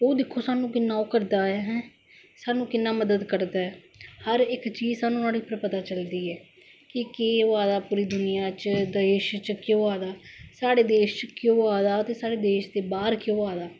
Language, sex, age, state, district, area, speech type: Dogri, female, 45-60, Jammu and Kashmir, Samba, rural, spontaneous